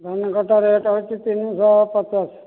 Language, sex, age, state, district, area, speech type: Odia, male, 60+, Odisha, Nayagarh, rural, conversation